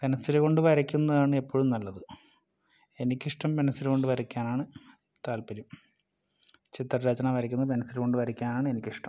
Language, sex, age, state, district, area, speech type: Malayalam, male, 30-45, Kerala, Wayanad, rural, spontaneous